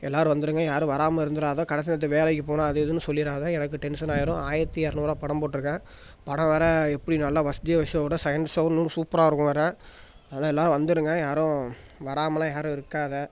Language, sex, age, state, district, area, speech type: Tamil, male, 18-30, Tamil Nadu, Thanjavur, rural, spontaneous